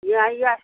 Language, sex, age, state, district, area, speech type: Manipuri, female, 60+, Manipur, Kangpokpi, urban, conversation